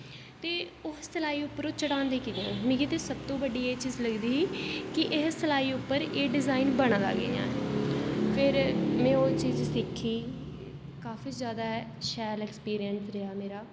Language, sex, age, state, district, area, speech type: Dogri, female, 18-30, Jammu and Kashmir, Jammu, urban, spontaneous